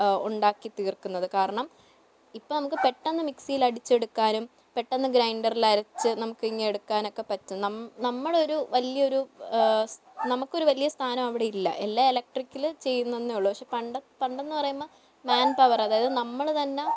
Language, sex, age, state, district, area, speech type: Malayalam, female, 18-30, Kerala, Thiruvananthapuram, urban, spontaneous